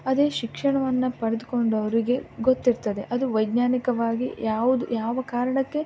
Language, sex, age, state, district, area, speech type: Kannada, female, 18-30, Karnataka, Dakshina Kannada, rural, spontaneous